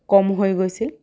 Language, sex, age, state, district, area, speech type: Assamese, female, 30-45, Assam, Dhemaji, rural, spontaneous